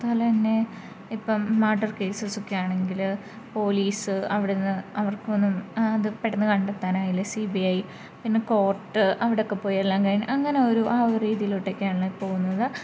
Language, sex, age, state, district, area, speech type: Malayalam, female, 18-30, Kerala, Idukki, rural, spontaneous